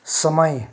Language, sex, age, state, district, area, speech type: Nepali, male, 60+, West Bengal, Kalimpong, rural, read